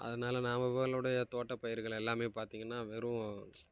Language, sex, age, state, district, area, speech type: Tamil, male, 18-30, Tamil Nadu, Kallakurichi, rural, spontaneous